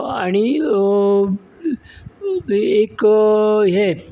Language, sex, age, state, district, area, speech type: Goan Konkani, male, 60+, Goa, Bardez, rural, spontaneous